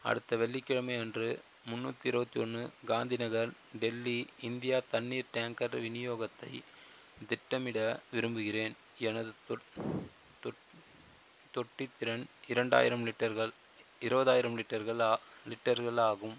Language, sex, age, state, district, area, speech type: Tamil, male, 30-45, Tamil Nadu, Chengalpattu, rural, read